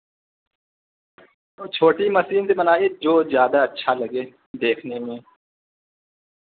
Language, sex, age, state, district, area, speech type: Urdu, male, 30-45, Uttar Pradesh, Azamgarh, rural, conversation